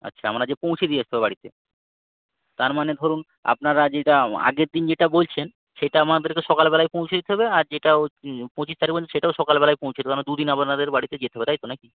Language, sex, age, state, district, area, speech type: Bengali, male, 45-60, West Bengal, Hooghly, urban, conversation